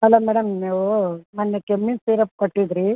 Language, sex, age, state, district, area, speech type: Kannada, female, 45-60, Karnataka, Bellary, urban, conversation